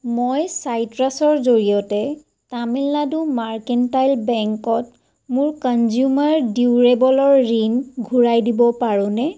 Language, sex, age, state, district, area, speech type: Assamese, female, 45-60, Assam, Sonitpur, rural, read